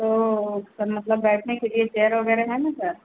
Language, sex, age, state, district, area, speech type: Hindi, female, 45-60, Uttar Pradesh, Azamgarh, rural, conversation